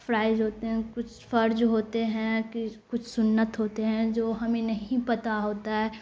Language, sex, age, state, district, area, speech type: Urdu, female, 18-30, Bihar, Khagaria, rural, spontaneous